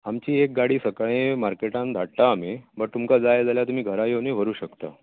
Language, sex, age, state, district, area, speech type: Goan Konkani, male, 30-45, Goa, Bardez, urban, conversation